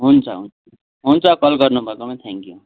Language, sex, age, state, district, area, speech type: Nepali, male, 60+, West Bengal, Kalimpong, rural, conversation